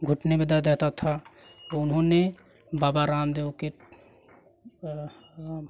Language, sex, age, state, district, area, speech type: Hindi, male, 18-30, Uttar Pradesh, Jaunpur, rural, spontaneous